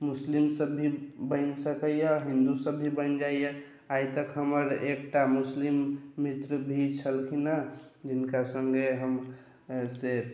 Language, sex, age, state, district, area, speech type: Maithili, male, 45-60, Bihar, Sitamarhi, rural, spontaneous